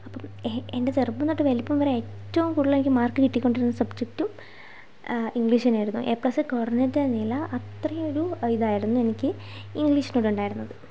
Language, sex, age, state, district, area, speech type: Malayalam, female, 18-30, Kerala, Wayanad, rural, spontaneous